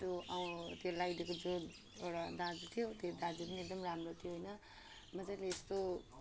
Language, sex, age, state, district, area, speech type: Nepali, female, 18-30, West Bengal, Alipurduar, urban, spontaneous